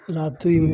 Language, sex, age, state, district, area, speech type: Hindi, male, 45-60, Bihar, Madhepura, rural, spontaneous